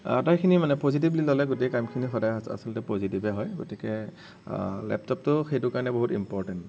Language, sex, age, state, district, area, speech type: Assamese, male, 30-45, Assam, Nagaon, rural, spontaneous